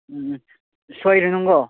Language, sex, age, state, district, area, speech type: Manipuri, male, 18-30, Manipur, Chandel, rural, conversation